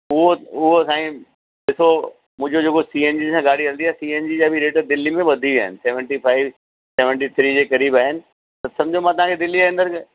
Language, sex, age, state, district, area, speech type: Sindhi, male, 45-60, Delhi, South Delhi, urban, conversation